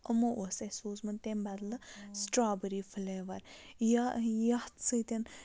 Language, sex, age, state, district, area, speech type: Kashmiri, female, 18-30, Jammu and Kashmir, Baramulla, rural, spontaneous